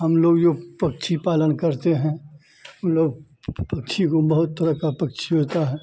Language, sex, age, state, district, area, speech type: Hindi, male, 45-60, Bihar, Madhepura, rural, spontaneous